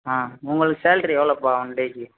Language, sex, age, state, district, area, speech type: Tamil, male, 18-30, Tamil Nadu, Sivaganga, rural, conversation